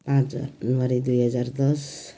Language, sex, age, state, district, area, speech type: Nepali, female, 60+, West Bengal, Jalpaiguri, rural, spontaneous